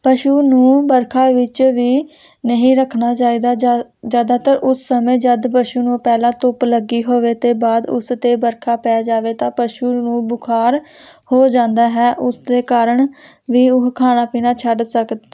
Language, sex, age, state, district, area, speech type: Punjabi, female, 18-30, Punjab, Hoshiarpur, rural, spontaneous